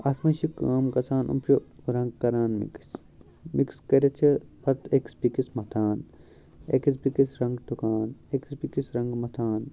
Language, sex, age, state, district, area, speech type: Kashmiri, male, 30-45, Jammu and Kashmir, Kupwara, rural, spontaneous